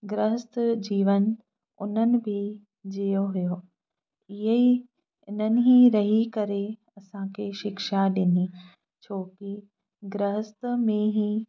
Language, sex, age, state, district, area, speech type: Sindhi, female, 30-45, Madhya Pradesh, Katni, rural, spontaneous